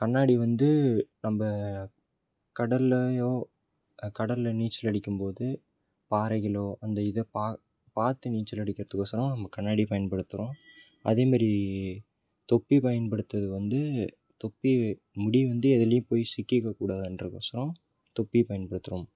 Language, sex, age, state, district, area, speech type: Tamil, male, 18-30, Tamil Nadu, Salem, rural, spontaneous